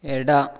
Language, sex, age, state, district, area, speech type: Kannada, male, 18-30, Karnataka, Chitradurga, rural, read